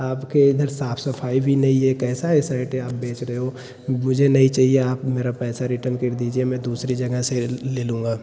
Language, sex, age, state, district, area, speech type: Hindi, male, 18-30, Uttar Pradesh, Jaunpur, rural, spontaneous